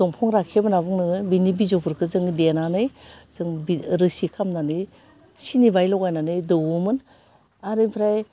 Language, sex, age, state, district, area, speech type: Bodo, female, 60+, Assam, Udalguri, urban, spontaneous